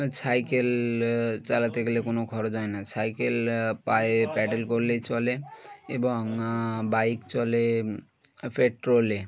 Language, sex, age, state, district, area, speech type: Bengali, male, 18-30, West Bengal, Birbhum, urban, spontaneous